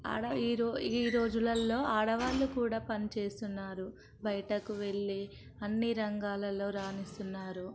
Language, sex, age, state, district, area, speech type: Telugu, female, 45-60, Telangana, Ranga Reddy, urban, spontaneous